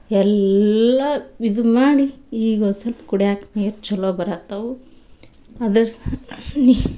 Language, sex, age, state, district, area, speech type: Kannada, female, 18-30, Karnataka, Dharwad, rural, spontaneous